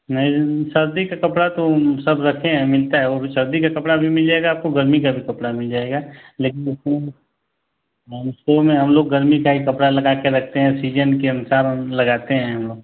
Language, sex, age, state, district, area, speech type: Hindi, male, 30-45, Uttar Pradesh, Ghazipur, rural, conversation